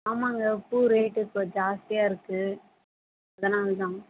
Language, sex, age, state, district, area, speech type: Tamil, female, 18-30, Tamil Nadu, Tirupattur, urban, conversation